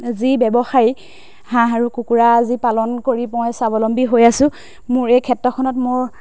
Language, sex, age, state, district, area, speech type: Assamese, female, 30-45, Assam, Majuli, urban, spontaneous